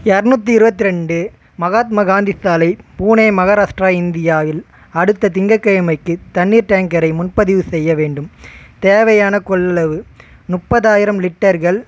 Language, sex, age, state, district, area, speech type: Tamil, male, 18-30, Tamil Nadu, Chengalpattu, rural, read